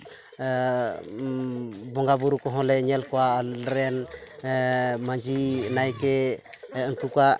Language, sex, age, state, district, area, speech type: Santali, male, 18-30, West Bengal, Purulia, rural, spontaneous